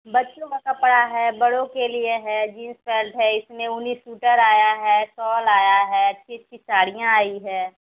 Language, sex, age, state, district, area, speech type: Hindi, female, 30-45, Uttar Pradesh, Mirzapur, rural, conversation